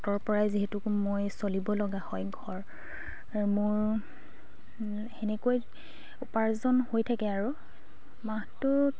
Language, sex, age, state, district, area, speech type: Assamese, female, 18-30, Assam, Sivasagar, rural, spontaneous